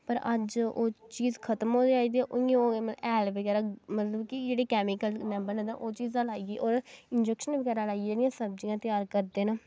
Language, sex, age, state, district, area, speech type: Dogri, female, 18-30, Jammu and Kashmir, Kathua, rural, spontaneous